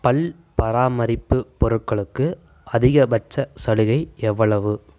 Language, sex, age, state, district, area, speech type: Tamil, male, 18-30, Tamil Nadu, Erode, rural, read